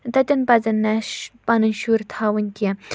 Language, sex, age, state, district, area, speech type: Kashmiri, female, 18-30, Jammu and Kashmir, Kulgam, urban, spontaneous